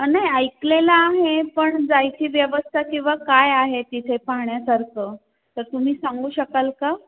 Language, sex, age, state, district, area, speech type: Marathi, female, 30-45, Maharashtra, Pune, urban, conversation